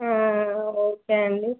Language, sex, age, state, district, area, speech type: Telugu, female, 30-45, Telangana, Jangaon, rural, conversation